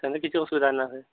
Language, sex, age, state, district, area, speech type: Odia, male, 30-45, Odisha, Subarnapur, urban, conversation